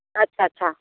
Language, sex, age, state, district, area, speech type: Hindi, female, 60+, Bihar, Muzaffarpur, rural, conversation